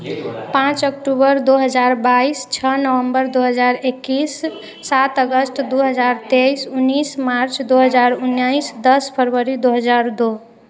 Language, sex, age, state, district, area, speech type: Maithili, female, 18-30, Bihar, Sitamarhi, urban, spontaneous